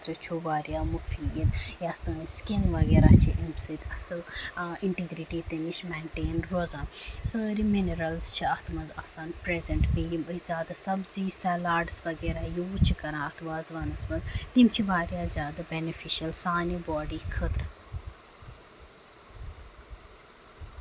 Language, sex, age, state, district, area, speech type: Kashmiri, female, 18-30, Jammu and Kashmir, Ganderbal, rural, spontaneous